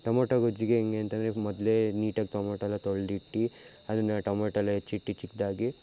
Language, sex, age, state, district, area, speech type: Kannada, male, 18-30, Karnataka, Mysore, rural, spontaneous